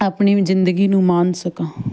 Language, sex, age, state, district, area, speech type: Punjabi, female, 30-45, Punjab, Fatehgarh Sahib, rural, spontaneous